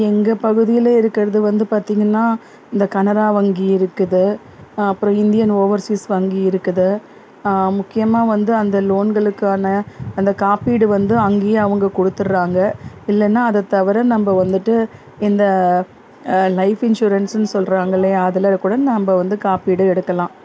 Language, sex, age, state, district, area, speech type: Tamil, female, 45-60, Tamil Nadu, Salem, rural, spontaneous